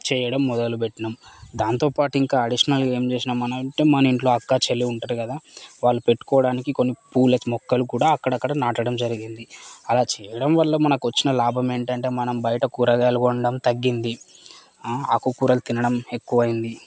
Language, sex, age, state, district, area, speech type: Telugu, male, 18-30, Telangana, Mancherial, rural, spontaneous